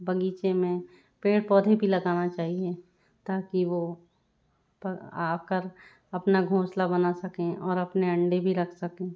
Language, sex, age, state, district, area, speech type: Hindi, female, 45-60, Madhya Pradesh, Balaghat, rural, spontaneous